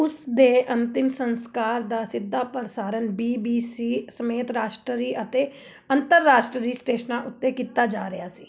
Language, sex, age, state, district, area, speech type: Punjabi, female, 30-45, Punjab, Amritsar, urban, read